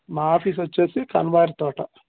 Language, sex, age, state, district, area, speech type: Telugu, male, 60+, Andhra Pradesh, Guntur, urban, conversation